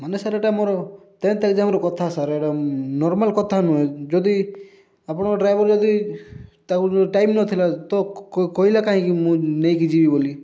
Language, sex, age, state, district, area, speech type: Odia, male, 18-30, Odisha, Rayagada, urban, spontaneous